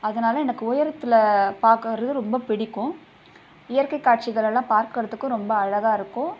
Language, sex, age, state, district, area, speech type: Tamil, female, 30-45, Tamil Nadu, Chennai, urban, spontaneous